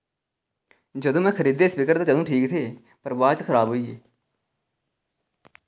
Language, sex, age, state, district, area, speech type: Dogri, male, 30-45, Jammu and Kashmir, Udhampur, rural, spontaneous